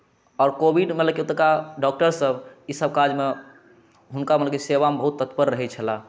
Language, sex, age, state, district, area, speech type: Maithili, male, 18-30, Bihar, Saharsa, rural, spontaneous